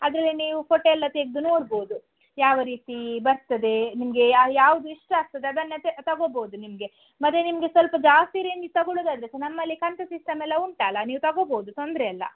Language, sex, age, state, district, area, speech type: Kannada, female, 18-30, Karnataka, Udupi, rural, conversation